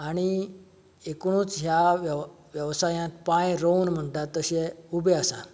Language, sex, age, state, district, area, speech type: Goan Konkani, male, 45-60, Goa, Canacona, rural, spontaneous